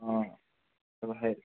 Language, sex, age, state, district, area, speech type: Assamese, male, 45-60, Assam, Charaideo, rural, conversation